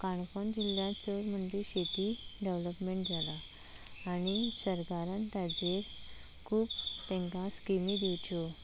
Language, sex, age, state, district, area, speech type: Goan Konkani, female, 18-30, Goa, Canacona, rural, spontaneous